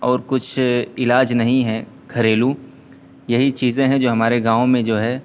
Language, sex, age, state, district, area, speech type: Urdu, male, 18-30, Uttar Pradesh, Siddharthnagar, rural, spontaneous